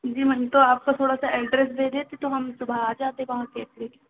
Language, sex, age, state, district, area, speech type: Hindi, female, 18-30, Madhya Pradesh, Chhindwara, urban, conversation